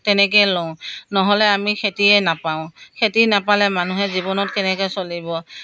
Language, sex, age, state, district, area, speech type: Assamese, female, 60+, Assam, Morigaon, rural, spontaneous